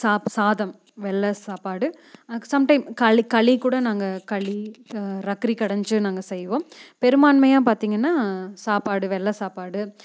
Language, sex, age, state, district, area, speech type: Tamil, female, 18-30, Tamil Nadu, Coimbatore, rural, spontaneous